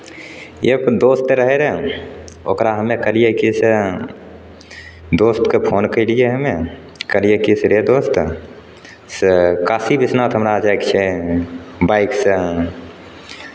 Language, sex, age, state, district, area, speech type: Maithili, male, 30-45, Bihar, Begusarai, rural, spontaneous